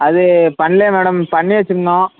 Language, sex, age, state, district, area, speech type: Tamil, male, 18-30, Tamil Nadu, Tirunelveli, rural, conversation